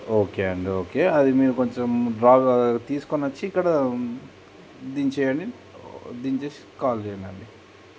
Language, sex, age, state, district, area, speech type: Telugu, male, 30-45, Telangana, Nizamabad, urban, spontaneous